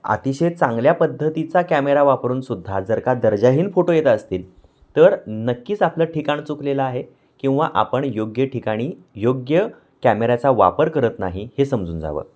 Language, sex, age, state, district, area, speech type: Marathi, male, 30-45, Maharashtra, Kolhapur, urban, spontaneous